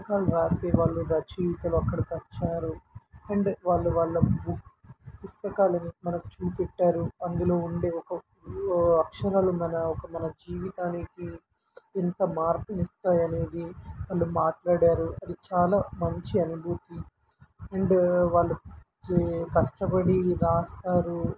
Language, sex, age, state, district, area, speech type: Telugu, male, 18-30, Telangana, Warangal, rural, spontaneous